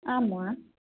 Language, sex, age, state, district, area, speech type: Sanskrit, female, 45-60, Karnataka, Uttara Kannada, rural, conversation